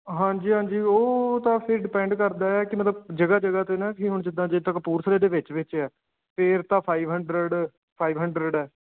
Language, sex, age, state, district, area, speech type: Punjabi, male, 18-30, Punjab, Kapurthala, rural, conversation